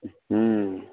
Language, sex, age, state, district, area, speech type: Maithili, male, 30-45, Bihar, Samastipur, rural, conversation